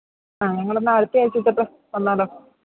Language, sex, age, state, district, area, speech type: Malayalam, female, 45-60, Kerala, Idukki, rural, conversation